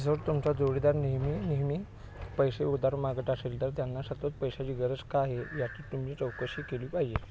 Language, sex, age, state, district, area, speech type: Marathi, male, 30-45, Maharashtra, Sangli, urban, read